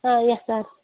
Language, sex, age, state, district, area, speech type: Kashmiri, female, 30-45, Jammu and Kashmir, Anantnag, rural, conversation